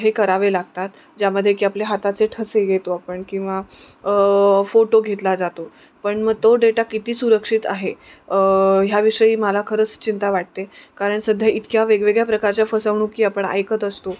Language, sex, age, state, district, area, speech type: Marathi, female, 30-45, Maharashtra, Nanded, rural, spontaneous